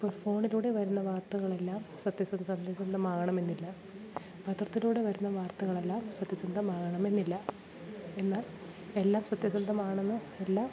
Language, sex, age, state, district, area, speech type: Malayalam, female, 30-45, Kerala, Kollam, rural, spontaneous